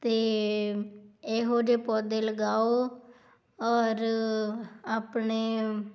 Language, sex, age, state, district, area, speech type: Punjabi, female, 18-30, Punjab, Tarn Taran, rural, spontaneous